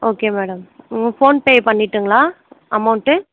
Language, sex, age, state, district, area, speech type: Tamil, female, 45-60, Tamil Nadu, Sivaganga, rural, conversation